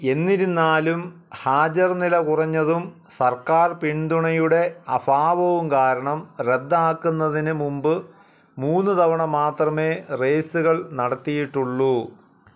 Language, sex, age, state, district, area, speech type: Malayalam, male, 45-60, Kerala, Alappuzha, rural, read